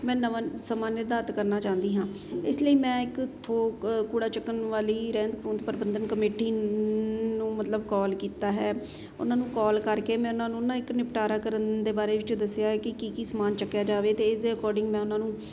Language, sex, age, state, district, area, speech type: Punjabi, female, 30-45, Punjab, Ludhiana, urban, spontaneous